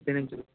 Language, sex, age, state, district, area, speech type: Sanskrit, male, 18-30, Maharashtra, Beed, urban, conversation